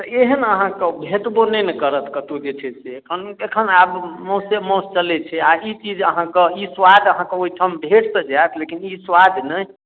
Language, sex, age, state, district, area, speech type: Maithili, male, 30-45, Bihar, Darbhanga, rural, conversation